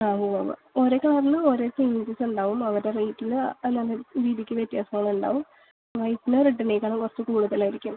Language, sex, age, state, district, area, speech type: Malayalam, female, 18-30, Kerala, Thrissur, rural, conversation